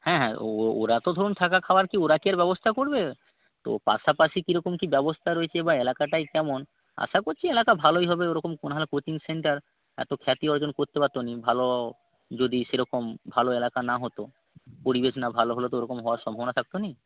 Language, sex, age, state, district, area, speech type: Bengali, male, 45-60, West Bengal, Hooghly, urban, conversation